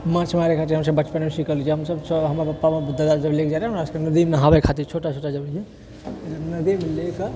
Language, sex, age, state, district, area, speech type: Maithili, male, 30-45, Bihar, Purnia, urban, spontaneous